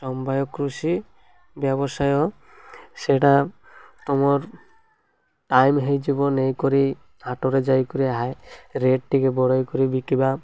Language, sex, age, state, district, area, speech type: Odia, male, 18-30, Odisha, Malkangiri, urban, spontaneous